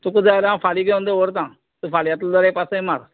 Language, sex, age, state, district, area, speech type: Goan Konkani, male, 45-60, Goa, Canacona, rural, conversation